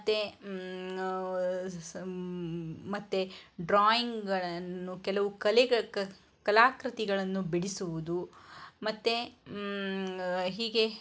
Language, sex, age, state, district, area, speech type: Kannada, female, 60+, Karnataka, Shimoga, rural, spontaneous